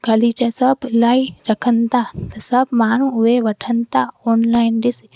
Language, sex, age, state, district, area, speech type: Sindhi, female, 18-30, Gujarat, Junagadh, rural, spontaneous